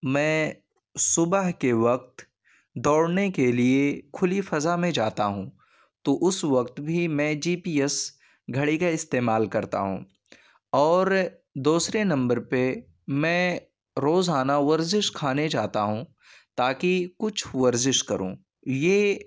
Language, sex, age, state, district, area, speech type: Urdu, male, 18-30, Uttar Pradesh, Ghaziabad, urban, spontaneous